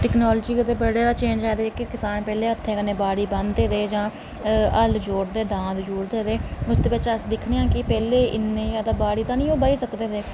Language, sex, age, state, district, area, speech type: Dogri, male, 30-45, Jammu and Kashmir, Reasi, rural, spontaneous